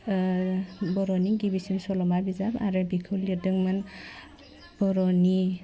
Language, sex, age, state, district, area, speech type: Bodo, female, 18-30, Assam, Udalguri, urban, spontaneous